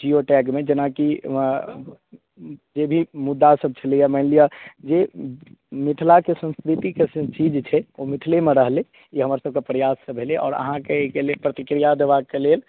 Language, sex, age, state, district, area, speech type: Maithili, male, 18-30, Bihar, Madhubani, rural, conversation